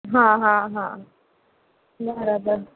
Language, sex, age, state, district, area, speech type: Gujarati, female, 30-45, Gujarat, Kheda, rural, conversation